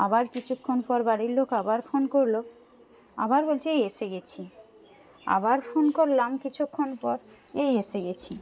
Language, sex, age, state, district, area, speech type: Bengali, female, 60+, West Bengal, Paschim Medinipur, rural, spontaneous